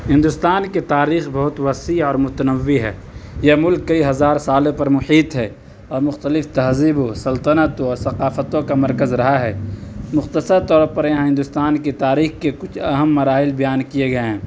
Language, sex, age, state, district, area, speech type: Urdu, male, 18-30, Uttar Pradesh, Saharanpur, urban, spontaneous